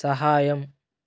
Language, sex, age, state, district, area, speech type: Telugu, male, 18-30, Andhra Pradesh, Sri Balaji, rural, read